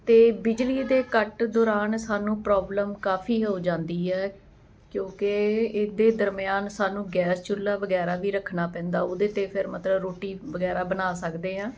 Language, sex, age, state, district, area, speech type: Punjabi, female, 45-60, Punjab, Ludhiana, urban, spontaneous